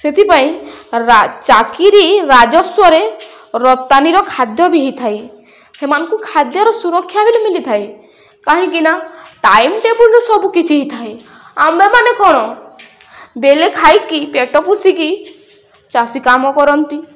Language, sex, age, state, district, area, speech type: Odia, female, 18-30, Odisha, Balangir, urban, spontaneous